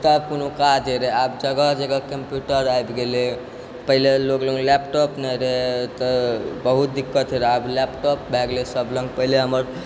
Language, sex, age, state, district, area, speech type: Maithili, female, 30-45, Bihar, Purnia, urban, spontaneous